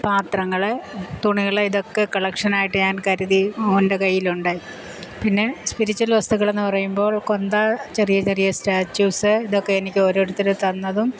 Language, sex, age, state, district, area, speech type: Malayalam, female, 60+, Kerala, Kottayam, rural, spontaneous